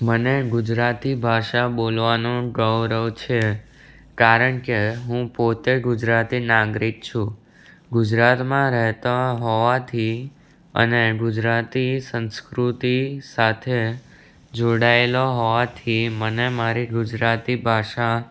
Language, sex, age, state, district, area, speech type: Gujarati, male, 18-30, Gujarat, Anand, rural, spontaneous